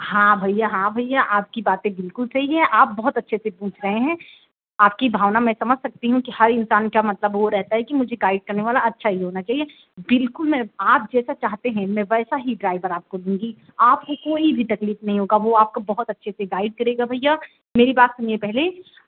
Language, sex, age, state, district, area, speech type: Hindi, female, 18-30, Uttar Pradesh, Pratapgarh, rural, conversation